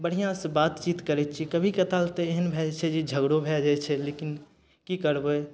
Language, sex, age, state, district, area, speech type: Maithili, male, 18-30, Bihar, Madhepura, rural, spontaneous